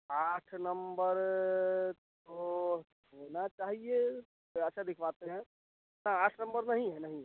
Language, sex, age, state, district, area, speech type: Hindi, male, 30-45, Bihar, Vaishali, rural, conversation